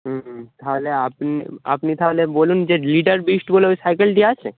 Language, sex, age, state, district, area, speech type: Bengali, male, 18-30, West Bengal, Dakshin Dinajpur, urban, conversation